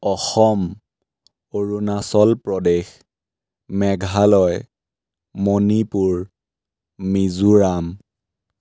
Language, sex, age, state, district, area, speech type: Assamese, male, 18-30, Assam, Biswanath, rural, spontaneous